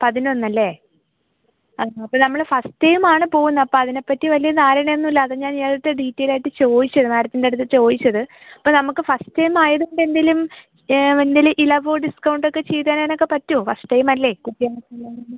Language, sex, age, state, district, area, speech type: Malayalam, female, 18-30, Kerala, Thiruvananthapuram, rural, conversation